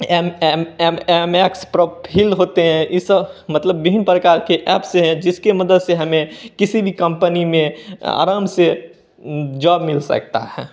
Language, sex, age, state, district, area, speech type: Hindi, male, 18-30, Bihar, Begusarai, rural, spontaneous